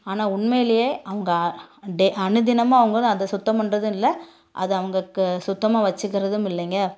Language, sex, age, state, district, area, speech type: Tamil, female, 30-45, Tamil Nadu, Tiruppur, rural, spontaneous